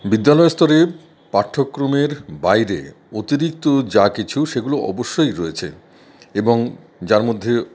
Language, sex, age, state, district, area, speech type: Bengali, male, 45-60, West Bengal, Paschim Bardhaman, urban, spontaneous